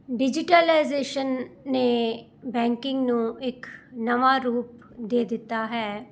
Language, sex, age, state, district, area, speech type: Punjabi, female, 45-60, Punjab, Jalandhar, urban, spontaneous